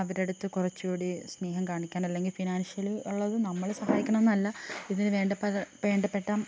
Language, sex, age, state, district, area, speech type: Malayalam, female, 18-30, Kerala, Thiruvananthapuram, rural, spontaneous